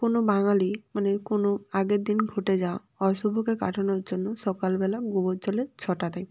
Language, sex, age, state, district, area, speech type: Bengali, female, 18-30, West Bengal, North 24 Parganas, rural, spontaneous